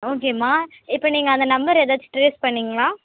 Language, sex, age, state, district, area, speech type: Tamil, female, 18-30, Tamil Nadu, Vellore, urban, conversation